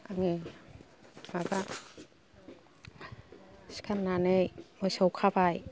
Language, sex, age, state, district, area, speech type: Bodo, female, 60+, Assam, Kokrajhar, rural, spontaneous